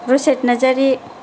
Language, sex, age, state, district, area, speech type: Bodo, female, 30-45, Assam, Chirang, rural, spontaneous